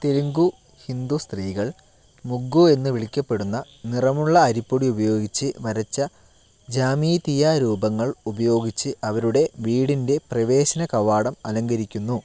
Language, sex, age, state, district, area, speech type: Malayalam, male, 18-30, Kerala, Palakkad, rural, read